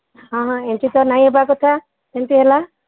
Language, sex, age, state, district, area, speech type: Odia, female, 45-60, Odisha, Sambalpur, rural, conversation